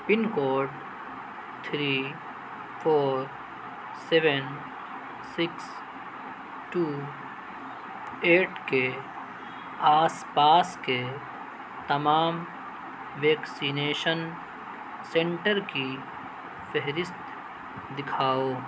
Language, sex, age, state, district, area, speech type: Urdu, male, 18-30, Delhi, South Delhi, urban, read